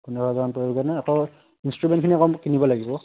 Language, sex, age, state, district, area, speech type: Assamese, male, 18-30, Assam, Lakhimpur, urban, conversation